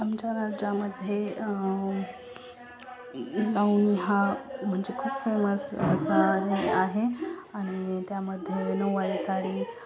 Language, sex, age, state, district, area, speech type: Marathi, female, 18-30, Maharashtra, Beed, rural, spontaneous